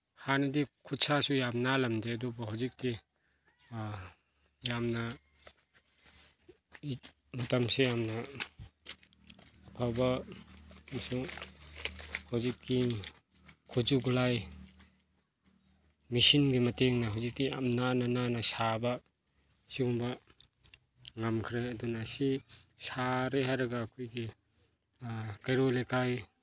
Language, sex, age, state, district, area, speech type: Manipuri, male, 30-45, Manipur, Chandel, rural, spontaneous